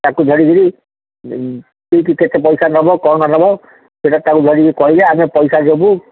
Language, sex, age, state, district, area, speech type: Odia, male, 60+, Odisha, Gajapati, rural, conversation